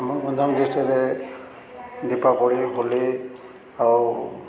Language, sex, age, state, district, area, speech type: Odia, male, 45-60, Odisha, Ganjam, urban, spontaneous